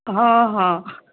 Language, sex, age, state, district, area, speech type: Odia, female, 45-60, Odisha, Sundergarh, urban, conversation